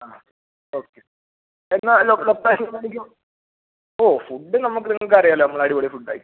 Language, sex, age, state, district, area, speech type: Malayalam, male, 18-30, Kerala, Kozhikode, urban, conversation